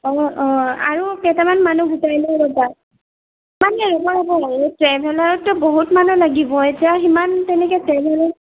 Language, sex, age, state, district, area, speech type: Assamese, female, 60+, Assam, Nagaon, rural, conversation